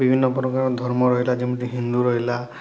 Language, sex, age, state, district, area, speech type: Odia, male, 30-45, Odisha, Kalahandi, rural, spontaneous